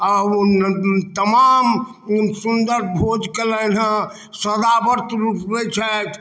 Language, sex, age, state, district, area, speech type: Maithili, male, 60+, Bihar, Darbhanga, rural, spontaneous